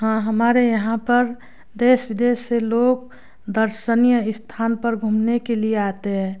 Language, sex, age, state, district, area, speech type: Hindi, female, 30-45, Madhya Pradesh, Betul, rural, spontaneous